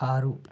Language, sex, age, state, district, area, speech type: Telugu, male, 30-45, Andhra Pradesh, Krishna, urban, read